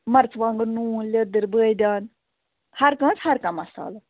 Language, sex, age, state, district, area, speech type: Kashmiri, female, 18-30, Jammu and Kashmir, Bandipora, rural, conversation